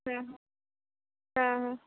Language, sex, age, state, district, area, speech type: Bengali, female, 18-30, West Bengal, Bankura, rural, conversation